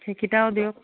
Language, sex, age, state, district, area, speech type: Assamese, female, 45-60, Assam, Biswanath, rural, conversation